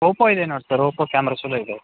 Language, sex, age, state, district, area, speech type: Kannada, male, 18-30, Karnataka, Gadag, rural, conversation